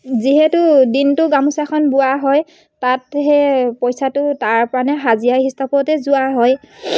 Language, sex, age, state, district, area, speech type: Assamese, female, 30-45, Assam, Dibrugarh, rural, spontaneous